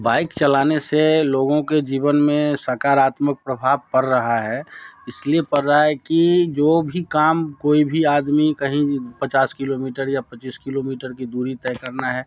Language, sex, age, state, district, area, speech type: Hindi, male, 60+, Bihar, Darbhanga, urban, spontaneous